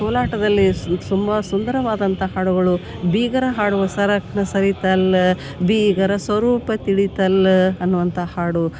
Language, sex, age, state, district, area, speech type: Kannada, female, 60+, Karnataka, Gadag, rural, spontaneous